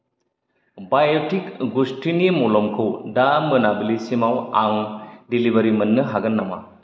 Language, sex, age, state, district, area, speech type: Bodo, male, 45-60, Assam, Kokrajhar, rural, read